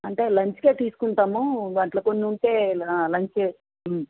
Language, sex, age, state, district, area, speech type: Telugu, female, 60+, Andhra Pradesh, Nellore, urban, conversation